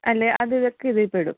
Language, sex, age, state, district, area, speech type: Malayalam, female, 30-45, Kerala, Wayanad, rural, conversation